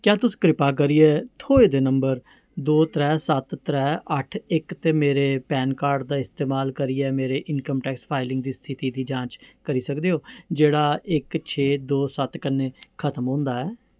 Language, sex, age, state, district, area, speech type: Dogri, male, 45-60, Jammu and Kashmir, Jammu, urban, read